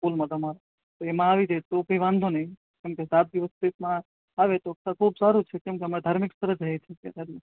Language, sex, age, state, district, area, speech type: Gujarati, male, 18-30, Gujarat, Ahmedabad, urban, conversation